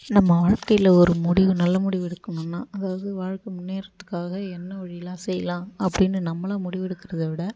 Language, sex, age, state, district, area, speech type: Tamil, female, 45-60, Tamil Nadu, Ariyalur, rural, spontaneous